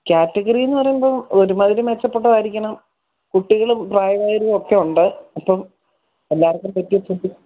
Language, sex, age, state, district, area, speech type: Malayalam, female, 60+, Kerala, Idukki, rural, conversation